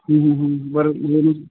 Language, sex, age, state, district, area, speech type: Marathi, male, 18-30, Maharashtra, Sangli, urban, conversation